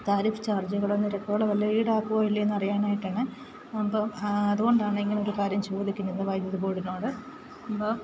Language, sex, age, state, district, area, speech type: Malayalam, female, 30-45, Kerala, Alappuzha, rural, spontaneous